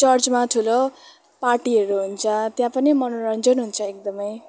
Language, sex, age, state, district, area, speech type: Nepali, female, 18-30, West Bengal, Jalpaiguri, rural, spontaneous